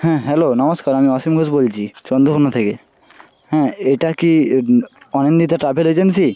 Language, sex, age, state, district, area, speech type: Bengali, male, 18-30, West Bengal, Purba Medinipur, rural, spontaneous